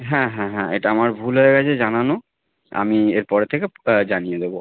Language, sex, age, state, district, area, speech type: Bengali, male, 18-30, West Bengal, Howrah, urban, conversation